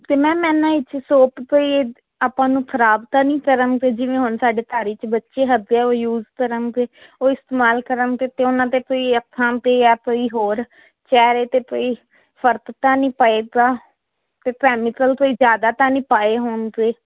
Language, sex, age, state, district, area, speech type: Punjabi, female, 18-30, Punjab, Fazilka, urban, conversation